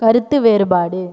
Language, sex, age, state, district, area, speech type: Tamil, female, 18-30, Tamil Nadu, Cuddalore, rural, read